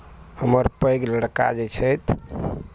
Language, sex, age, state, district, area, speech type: Maithili, male, 60+, Bihar, Araria, rural, spontaneous